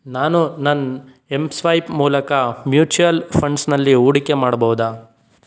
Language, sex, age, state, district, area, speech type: Kannada, male, 45-60, Karnataka, Bidar, rural, read